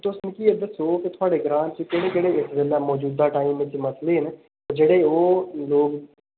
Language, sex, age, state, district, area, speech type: Dogri, male, 18-30, Jammu and Kashmir, Udhampur, rural, conversation